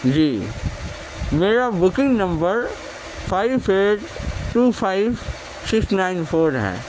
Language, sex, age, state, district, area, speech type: Urdu, male, 30-45, Delhi, Central Delhi, urban, spontaneous